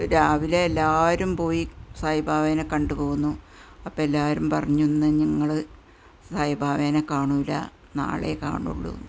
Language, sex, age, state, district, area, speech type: Malayalam, female, 60+, Kerala, Malappuram, rural, spontaneous